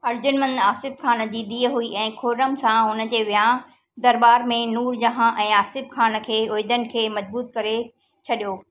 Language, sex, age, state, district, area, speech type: Sindhi, female, 45-60, Maharashtra, Thane, urban, read